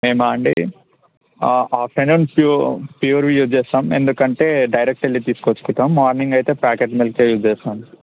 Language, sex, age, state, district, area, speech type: Telugu, male, 18-30, Telangana, Hyderabad, urban, conversation